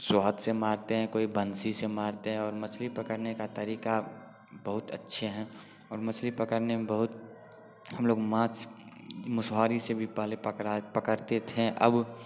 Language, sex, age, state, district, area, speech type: Hindi, male, 18-30, Bihar, Darbhanga, rural, spontaneous